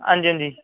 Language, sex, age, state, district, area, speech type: Dogri, male, 18-30, Jammu and Kashmir, Kathua, rural, conversation